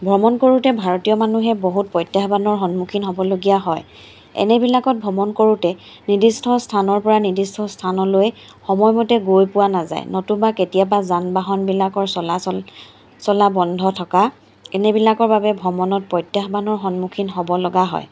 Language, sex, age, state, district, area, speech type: Assamese, female, 30-45, Assam, Charaideo, urban, spontaneous